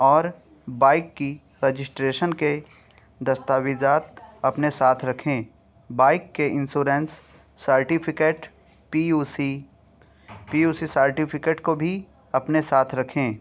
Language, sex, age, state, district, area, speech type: Urdu, male, 18-30, Uttar Pradesh, Balrampur, rural, spontaneous